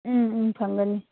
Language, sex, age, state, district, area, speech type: Manipuri, female, 45-60, Manipur, Churachandpur, urban, conversation